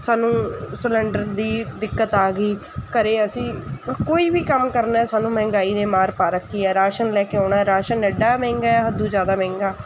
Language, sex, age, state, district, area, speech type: Punjabi, female, 30-45, Punjab, Mansa, urban, spontaneous